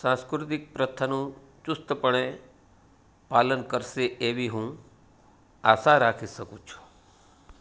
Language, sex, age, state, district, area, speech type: Gujarati, male, 45-60, Gujarat, Surat, urban, spontaneous